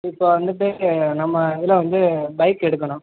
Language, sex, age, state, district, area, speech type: Tamil, male, 18-30, Tamil Nadu, Sivaganga, rural, conversation